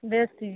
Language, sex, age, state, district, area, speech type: Santali, female, 30-45, West Bengal, Birbhum, rural, conversation